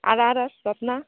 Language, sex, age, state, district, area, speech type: Bengali, female, 18-30, West Bengal, Alipurduar, rural, conversation